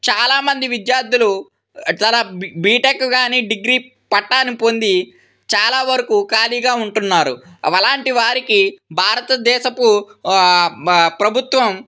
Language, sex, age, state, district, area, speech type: Telugu, male, 18-30, Andhra Pradesh, Vizianagaram, urban, spontaneous